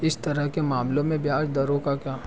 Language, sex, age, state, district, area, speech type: Hindi, male, 18-30, Madhya Pradesh, Harda, urban, read